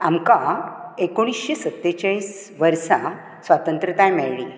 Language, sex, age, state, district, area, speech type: Goan Konkani, female, 60+, Goa, Bardez, urban, spontaneous